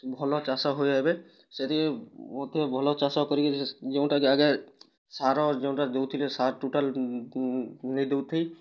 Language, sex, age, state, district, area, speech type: Odia, male, 18-30, Odisha, Kalahandi, rural, spontaneous